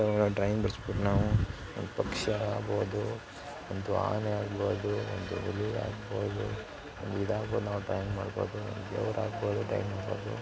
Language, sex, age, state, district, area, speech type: Kannada, male, 18-30, Karnataka, Mysore, urban, spontaneous